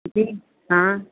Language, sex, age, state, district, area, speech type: Hindi, female, 45-60, Uttar Pradesh, Lucknow, rural, conversation